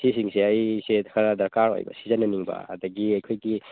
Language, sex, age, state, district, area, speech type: Manipuri, male, 18-30, Manipur, Churachandpur, rural, conversation